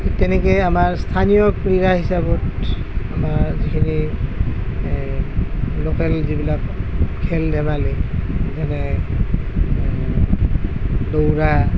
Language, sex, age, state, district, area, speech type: Assamese, male, 60+, Assam, Nalbari, rural, spontaneous